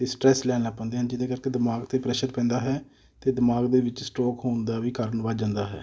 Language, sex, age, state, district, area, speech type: Punjabi, male, 30-45, Punjab, Amritsar, urban, spontaneous